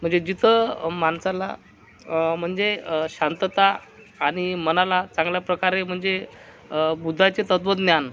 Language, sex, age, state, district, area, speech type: Marathi, male, 45-60, Maharashtra, Akola, rural, spontaneous